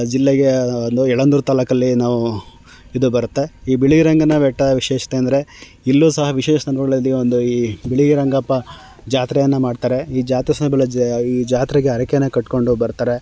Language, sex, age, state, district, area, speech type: Kannada, male, 30-45, Karnataka, Chamarajanagar, rural, spontaneous